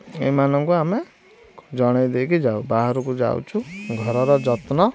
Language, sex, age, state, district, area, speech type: Odia, male, 18-30, Odisha, Kendujhar, urban, spontaneous